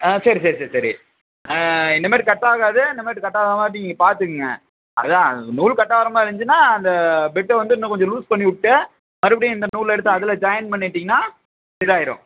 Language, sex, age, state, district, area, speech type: Tamil, male, 30-45, Tamil Nadu, Namakkal, rural, conversation